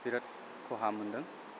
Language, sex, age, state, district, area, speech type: Bodo, male, 30-45, Assam, Chirang, rural, spontaneous